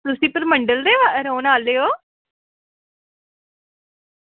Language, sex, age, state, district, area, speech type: Dogri, female, 18-30, Jammu and Kashmir, Samba, rural, conversation